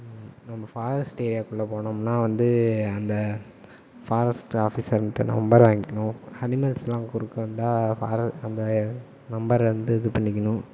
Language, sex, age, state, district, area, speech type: Tamil, male, 30-45, Tamil Nadu, Tiruvarur, rural, spontaneous